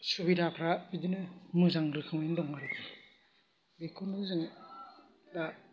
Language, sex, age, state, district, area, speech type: Bodo, male, 45-60, Assam, Kokrajhar, rural, spontaneous